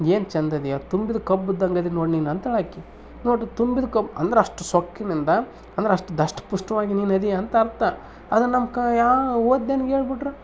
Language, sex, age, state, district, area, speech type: Kannada, male, 30-45, Karnataka, Vijayanagara, rural, spontaneous